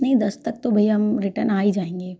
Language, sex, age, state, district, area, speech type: Hindi, female, 30-45, Madhya Pradesh, Gwalior, rural, spontaneous